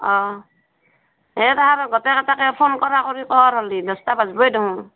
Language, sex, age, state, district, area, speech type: Assamese, female, 30-45, Assam, Barpeta, rural, conversation